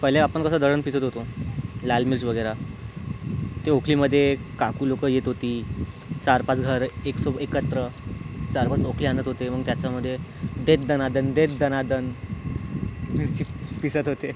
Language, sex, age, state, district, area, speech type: Marathi, male, 18-30, Maharashtra, Nagpur, rural, spontaneous